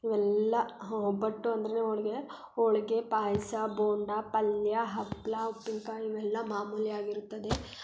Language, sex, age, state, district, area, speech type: Kannada, female, 18-30, Karnataka, Hassan, urban, spontaneous